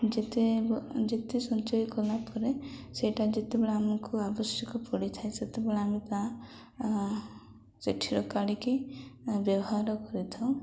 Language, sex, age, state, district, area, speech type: Odia, female, 18-30, Odisha, Koraput, urban, spontaneous